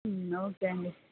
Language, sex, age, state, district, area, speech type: Telugu, female, 18-30, Andhra Pradesh, Anantapur, urban, conversation